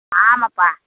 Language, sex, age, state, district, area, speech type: Tamil, female, 60+, Tamil Nadu, Madurai, rural, conversation